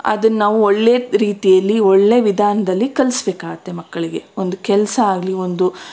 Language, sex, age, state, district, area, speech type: Kannada, female, 30-45, Karnataka, Bangalore Rural, rural, spontaneous